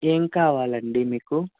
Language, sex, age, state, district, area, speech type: Telugu, male, 18-30, Andhra Pradesh, Krishna, urban, conversation